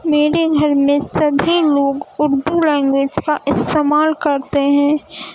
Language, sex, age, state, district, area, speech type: Urdu, female, 18-30, Uttar Pradesh, Gautam Buddha Nagar, rural, spontaneous